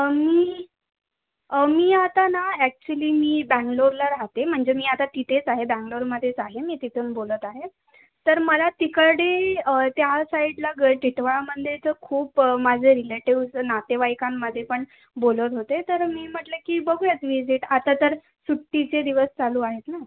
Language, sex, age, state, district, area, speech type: Marathi, female, 18-30, Maharashtra, Thane, urban, conversation